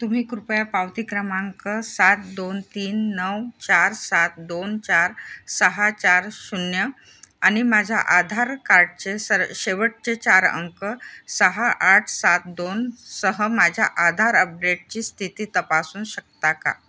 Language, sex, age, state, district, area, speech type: Marathi, female, 60+, Maharashtra, Nagpur, urban, read